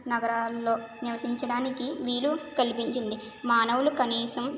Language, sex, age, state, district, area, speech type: Telugu, female, 30-45, Andhra Pradesh, Konaseema, urban, spontaneous